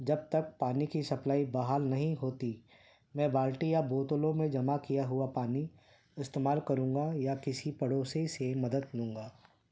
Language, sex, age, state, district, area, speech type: Urdu, male, 45-60, Uttar Pradesh, Ghaziabad, urban, spontaneous